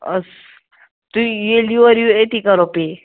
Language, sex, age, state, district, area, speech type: Kashmiri, male, 18-30, Jammu and Kashmir, Ganderbal, rural, conversation